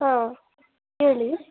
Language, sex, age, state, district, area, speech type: Kannada, female, 18-30, Karnataka, Davanagere, rural, conversation